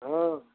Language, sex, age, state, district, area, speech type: Marathi, male, 45-60, Maharashtra, Amravati, urban, conversation